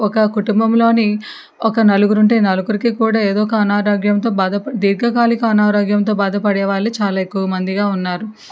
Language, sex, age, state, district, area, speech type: Telugu, female, 45-60, Andhra Pradesh, N T Rama Rao, urban, spontaneous